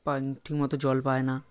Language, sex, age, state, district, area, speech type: Bengali, male, 18-30, West Bengal, South 24 Parganas, rural, spontaneous